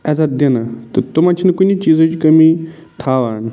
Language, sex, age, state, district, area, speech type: Kashmiri, male, 45-60, Jammu and Kashmir, Budgam, urban, spontaneous